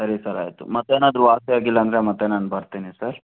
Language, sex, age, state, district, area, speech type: Kannada, male, 18-30, Karnataka, Tumkur, urban, conversation